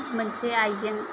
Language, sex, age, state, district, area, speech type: Bodo, female, 30-45, Assam, Kokrajhar, rural, spontaneous